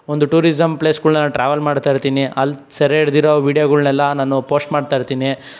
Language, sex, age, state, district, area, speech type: Kannada, male, 45-60, Karnataka, Chikkaballapur, rural, spontaneous